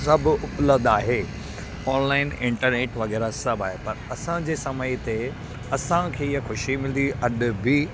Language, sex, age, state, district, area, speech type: Sindhi, male, 30-45, Gujarat, Surat, urban, spontaneous